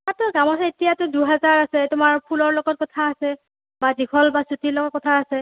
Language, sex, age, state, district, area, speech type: Assamese, female, 18-30, Assam, Morigaon, rural, conversation